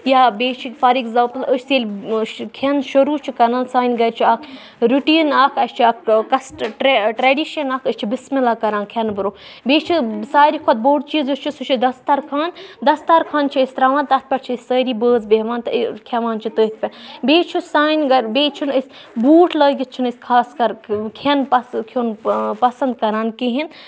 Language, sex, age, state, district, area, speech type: Kashmiri, female, 18-30, Jammu and Kashmir, Budgam, rural, spontaneous